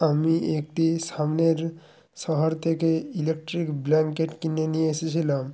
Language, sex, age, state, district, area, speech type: Bengali, male, 30-45, West Bengal, Jalpaiguri, rural, spontaneous